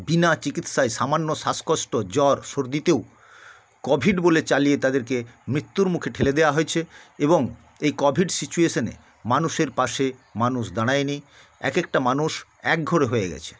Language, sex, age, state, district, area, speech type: Bengali, male, 60+, West Bengal, South 24 Parganas, rural, spontaneous